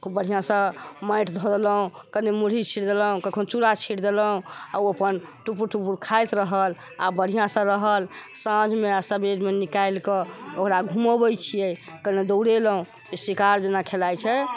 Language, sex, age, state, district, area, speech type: Maithili, female, 60+, Bihar, Sitamarhi, urban, spontaneous